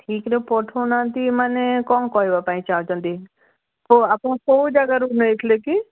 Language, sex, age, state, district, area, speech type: Odia, female, 60+, Odisha, Gajapati, rural, conversation